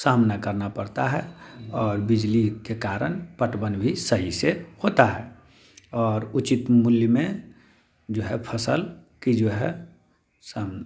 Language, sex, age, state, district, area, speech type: Hindi, male, 30-45, Bihar, Muzaffarpur, rural, spontaneous